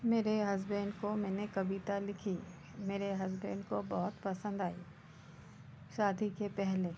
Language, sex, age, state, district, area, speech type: Hindi, female, 30-45, Madhya Pradesh, Seoni, urban, spontaneous